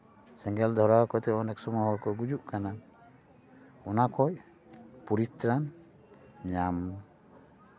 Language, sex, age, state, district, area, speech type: Santali, male, 60+, West Bengal, Paschim Bardhaman, urban, spontaneous